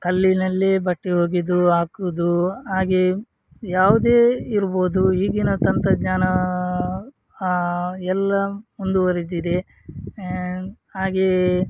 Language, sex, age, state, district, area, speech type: Kannada, male, 30-45, Karnataka, Udupi, rural, spontaneous